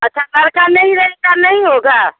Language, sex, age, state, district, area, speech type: Hindi, female, 60+, Bihar, Muzaffarpur, rural, conversation